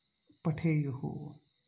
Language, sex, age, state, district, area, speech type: Sanskrit, male, 45-60, Karnataka, Uttara Kannada, rural, spontaneous